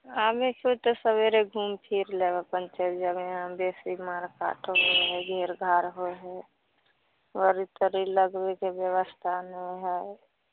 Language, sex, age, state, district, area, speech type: Maithili, female, 18-30, Bihar, Samastipur, rural, conversation